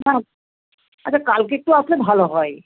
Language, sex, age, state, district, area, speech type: Bengali, female, 60+, West Bengal, Nadia, rural, conversation